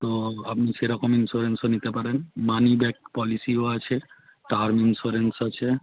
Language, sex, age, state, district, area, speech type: Bengali, male, 30-45, West Bengal, Howrah, urban, conversation